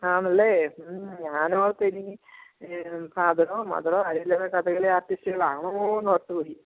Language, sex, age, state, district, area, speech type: Malayalam, female, 45-60, Kerala, Idukki, rural, conversation